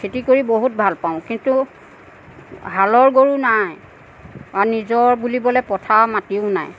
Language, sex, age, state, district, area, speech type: Assamese, female, 45-60, Assam, Nagaon, rural, spontaneous